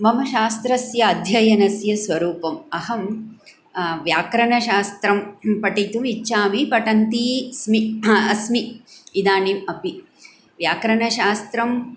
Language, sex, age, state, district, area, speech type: Sanskrit, female, 45-60, Tamil Nadu, Coimbatore, urban, spontaneous